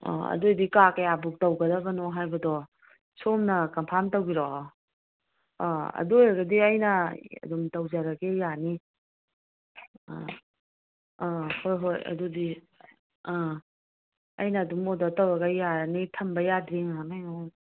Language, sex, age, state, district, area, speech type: Manipuri, female, 45-60, Manipur, Bishnupur, rural, conversation